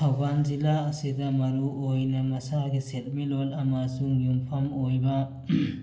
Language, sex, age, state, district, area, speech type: Manipuri, male, 30-45, Manipur, Thoubal, rural, spontaneous